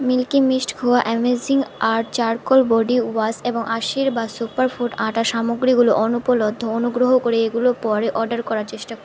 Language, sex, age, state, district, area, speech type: Bengali, female, 18-30, West Bengal, Malda, urban, read